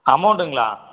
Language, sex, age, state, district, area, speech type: Tamil, male, 60+, Tamil Nadu, Erode, rural, conversation